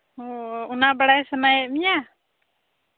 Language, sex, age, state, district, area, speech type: Santali, female, 18-30, Jharkhand, Pakur, rural, conversation